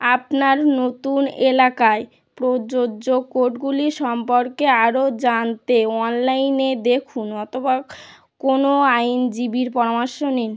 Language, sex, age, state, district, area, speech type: Bengali, female, 18-30, West Bengal, North 24 Parganas, rural, read